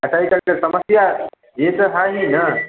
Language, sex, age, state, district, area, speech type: Hindi, male, 30-45, Bihar, Darbhanga, rural, conversation